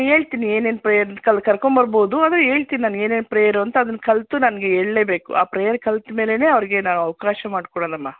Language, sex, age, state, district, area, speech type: Kannada, female, 60+, Karnataka, Mysore, urban, conversation